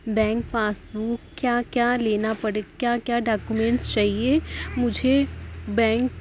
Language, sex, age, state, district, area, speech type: Urdu, female, 18-30, Uttar Pradesh, Mirzapur, rural, spontaneous